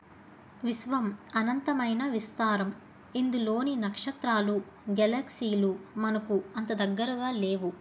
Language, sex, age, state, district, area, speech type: Telugu, female, 30-45, Andhra Pradesh, Krishna, urban, spontaneous